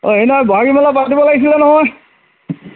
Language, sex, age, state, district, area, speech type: Assamese, male, 45-60, Assam, Lakhimpur, rural, conversation